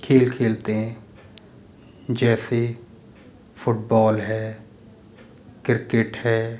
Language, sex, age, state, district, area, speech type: Hindi, male, 30-45, Rajasthan, Jaipur, urban, spontaneous